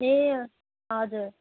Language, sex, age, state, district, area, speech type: Nepali, female, 18-30, West Bengal, Jalpaiguri, urban, conversation